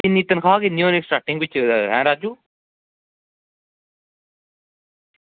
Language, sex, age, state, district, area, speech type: Dogri, male, 18-30, Jammu and Kashmir, Samba, rural, conversation